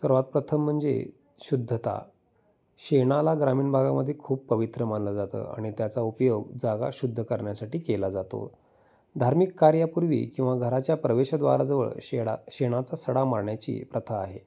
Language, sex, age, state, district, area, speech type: Marathi, male, 30-45, Maharashtra, Osmanabad, rural, spontaneous